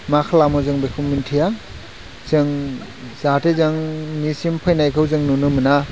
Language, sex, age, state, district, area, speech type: Bodo, male, 18-30, Assam, Udalguri, rural, spontaneous